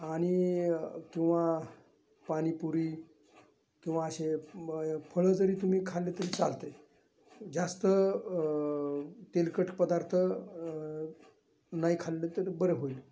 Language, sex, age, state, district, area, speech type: Marathi, male, 60+, Maharashtra, Osmanabad, rural, spontaneous